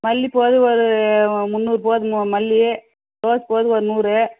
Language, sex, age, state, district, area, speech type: Tamil, female, 30-45, Tamil Nadu, Tirupattur, rural, conversation